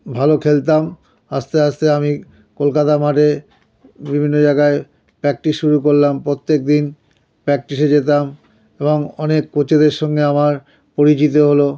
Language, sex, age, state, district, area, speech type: Bengali, male, 60+, West Bengal, South 24 Parganas, urban, spontaneous